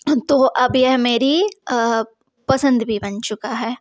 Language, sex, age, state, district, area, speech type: Hindi, female, 30-45, Madhya Pradesh, Jabalpur, urban, spontaneous